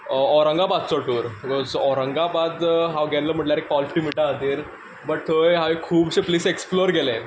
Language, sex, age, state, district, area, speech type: Goan Konkani, male, 18-30, Goa, Quepem, rural, spontaneous